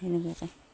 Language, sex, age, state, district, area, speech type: Assamese, female, 45-60, Assam, Udalguri, rural, spontaneous